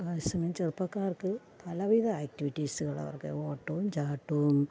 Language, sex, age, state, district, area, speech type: Malayalam, female, 45-60, Kerala, Pathanamthitta, rural, spontaneous